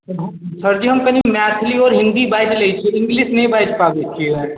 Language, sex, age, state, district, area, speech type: Maithili, male, 18-30, Bihar, Darbhanga, rural, conversation